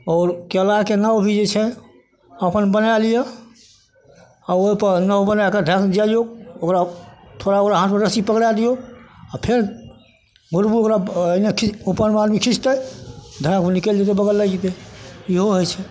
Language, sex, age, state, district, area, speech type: Maithili, male, 60+, Bihar, Madhepura, urban, spontaneous